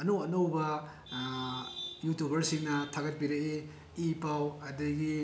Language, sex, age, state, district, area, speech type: Manipuri, male, 18-30, Manipur, Bishnupur, rural, spontaneous